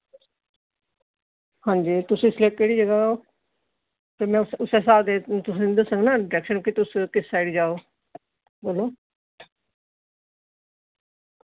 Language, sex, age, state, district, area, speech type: Dogri, female, 60+, Jammu and Kashmir, Jammu, urban, conversation